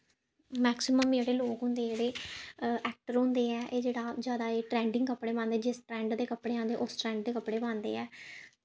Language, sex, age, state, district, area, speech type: Dogri, female, 18-30, Jammu and Kashmir, Samba, rural, spontaneous